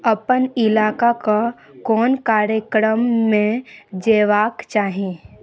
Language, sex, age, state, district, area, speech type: Maithili, female, 30-45, Bihar, Sitamarhi, urban, read